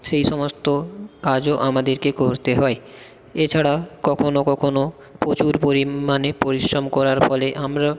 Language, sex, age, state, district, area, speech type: Bengali, male, 18-30, West Bengal, South 24 Parganas, rural, spontaneous